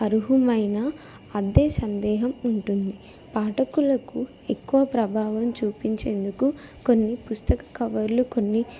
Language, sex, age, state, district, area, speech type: Telugu, female, 18-30, Telangana, Jangaon, rural, spontaneous